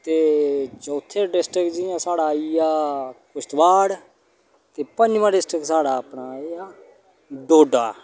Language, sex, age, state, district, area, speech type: Dogri, male, 30-45, Jammu and Kashmir, Udhampur, rural, spontaneous